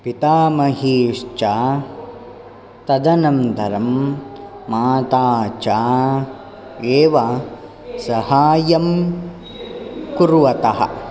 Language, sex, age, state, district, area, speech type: Sanskrit, male, 18-30, Karnataka, Dakshina Kannada, rural, spontaneous